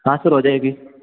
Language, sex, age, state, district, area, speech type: Hindi, male, 18-30, Rajasthan, Jodhpur, urban, conversation